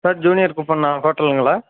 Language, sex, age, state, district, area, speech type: Tamil, male, 30-45, Tamil Nadu, Ariyalur, rural, conversation